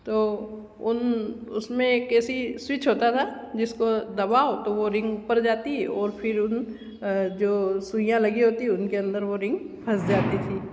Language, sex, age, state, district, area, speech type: Hindi, female, 60+, Madhya Pradesh, Ujjain, urban, spontaneous